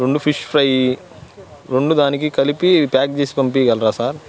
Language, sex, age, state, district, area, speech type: Telugu, male, 18-30, Andhra Pradesh, Bapatla, rural, spontaneous